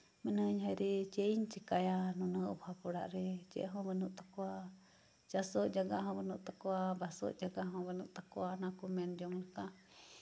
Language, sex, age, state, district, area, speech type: Santali, female, 45-60, West Bengal, Birbhum, rural, spontaneous